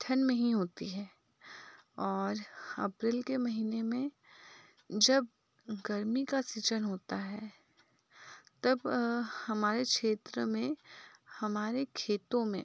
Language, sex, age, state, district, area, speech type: Hindi, female, 30-45, Madhya Pradesh, Betul, rural, spontaneous